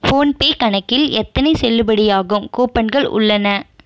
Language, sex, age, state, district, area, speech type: Tamil, female, 18-30, Tamil Nadu, Erode, rural, read